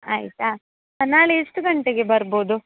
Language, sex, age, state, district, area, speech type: Kannada, female, 30-45, Karnataka, Dakshina Kannada, urban, conversation